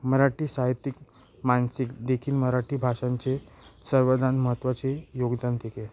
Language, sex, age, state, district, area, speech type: Marathi, male, 18-30, Maharashtra, Ratnagiri, rural, spontaneous